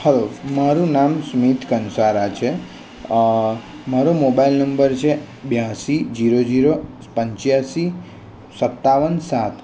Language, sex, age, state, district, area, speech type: Gujarati, male, 30-45, Gujarat, Kheda, rural, spontaneous